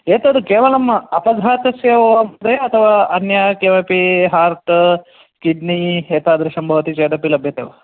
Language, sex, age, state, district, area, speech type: Sanskrit, male, 45-60, Karnataka, Bangalore Urban, urban, conversation